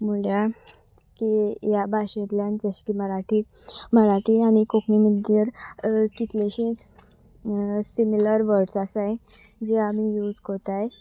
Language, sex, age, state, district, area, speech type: Goan Konkani, female, 18-30, Goa, Sanguem, rural, spontaneous